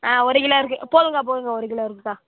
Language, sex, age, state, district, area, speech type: Tamil, male, 18-30, Tamil Nadu, Nagapattinam, rural, conversation